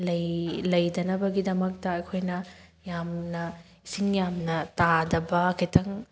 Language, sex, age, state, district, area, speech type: Manipuri, female, 18-30, Manipur, Thoubal, rural, spontaneous